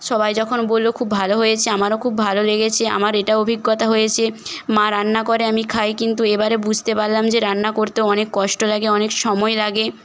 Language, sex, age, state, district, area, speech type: Bengali, female, 18-30, West Bengal, Nadia, rural, spontaneous